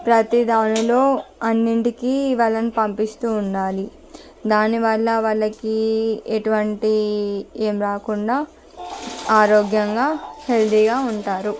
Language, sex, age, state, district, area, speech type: Telugu, female, 45-60, Andhra Pradesh, Visakhapatnam, urban, spontaneous